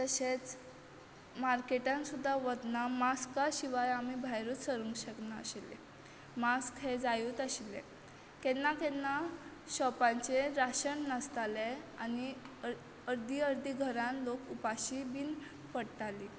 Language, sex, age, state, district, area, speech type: Goan Konkani, female, 18-30, Goa, Quepem, urban, spontaneous